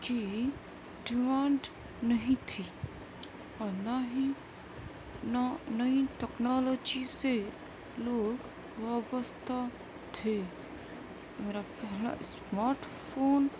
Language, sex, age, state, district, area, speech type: Urdu, female, 18-30, Uttar Pradesh, Gautam Buddha Nagar, urban, spontaneous